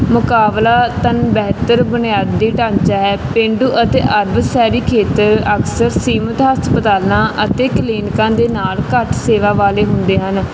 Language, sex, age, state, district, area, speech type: Punjabi, female, 18-30, Punjab, Barnala, urban, spontaneous